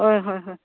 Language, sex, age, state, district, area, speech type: Manipuri, female, 60+, Manipur, Churachandpur, rural, conversation